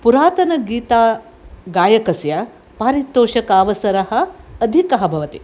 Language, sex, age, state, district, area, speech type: Sanskrit, female, 60+, Karnataka, Dakshina Kannada, urban, spontaneous